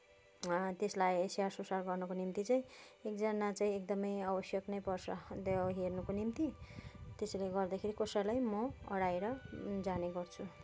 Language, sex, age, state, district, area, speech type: Nepali, female, 30-45, West Bengal, Kalimpong, rural, spontaneous